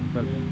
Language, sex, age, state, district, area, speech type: Kannada, male, 60+, Karnataka, Udupi, rural, spontaneous